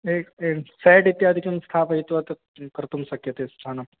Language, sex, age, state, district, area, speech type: Sanskrit, male, 18-30, Bihar, East Champaran, urban, conversation